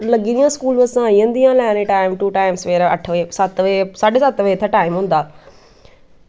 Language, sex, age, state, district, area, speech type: Dogri, female, 18-30, Jammu and Kashmir, Samba, rural, spontaneous